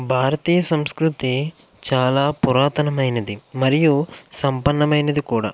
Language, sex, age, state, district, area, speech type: Telugu, male, 18-30, Andhra Pradesh, Konaseema, rural, spontaneous